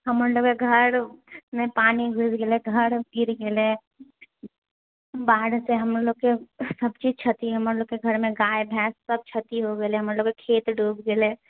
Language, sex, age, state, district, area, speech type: Maithili, female, 30-45, Bihar, Purnia, urban, conversation